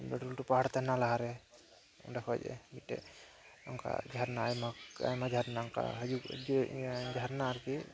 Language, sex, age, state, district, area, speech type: Santali, male, 18-30, West Bengal, Dakshin Dinajpur, rural, spontaneous